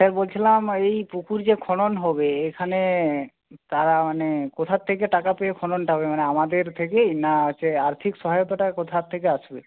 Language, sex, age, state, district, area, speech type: Bengali, male, 45-60, West Bengal, Jhargram, rural, conversation